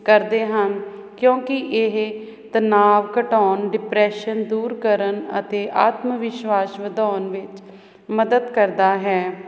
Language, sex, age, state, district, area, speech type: Punjabi, female, 30-45, Punjab, Hoshiarpur, urban, spontaneous